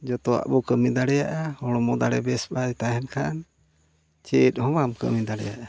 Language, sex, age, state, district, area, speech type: Santali, male, 60+, Odisha, Mayurbhanj, rural, spontaneous